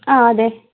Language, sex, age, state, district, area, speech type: Malayalam, female, 30-45, Kerala, Ernakulam, rural, conversation